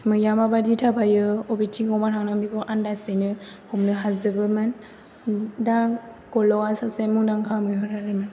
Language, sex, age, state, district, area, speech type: Bodo, female, 18-30, Assam, Chirang, rural, spontaneous